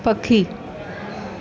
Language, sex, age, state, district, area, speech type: Sindhi, female, 30-45, Gujarat, Surat, urban, read